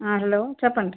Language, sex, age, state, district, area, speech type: Telugu, female, 60+, Andhra Pradesh, West Godavari, rural, conversation